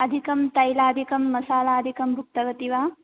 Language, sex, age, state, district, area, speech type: Sanskrit, female, 18-30, Telangana, Medchal, urban, conversation